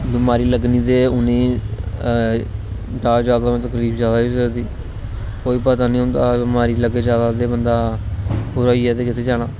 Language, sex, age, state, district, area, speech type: Dogri, male, 30-45, Jammu and Kashmir, Jammu, rural, spontaneous